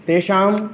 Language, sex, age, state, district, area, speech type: Sanskrit, male, 18-30, Uttar Pradesh, Lucknow, urban, spontaneous